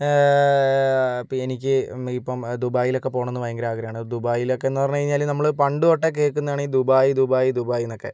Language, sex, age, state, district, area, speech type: Malayalam, male, 30-45, Kerala, Kozhikode, urban, spontaneous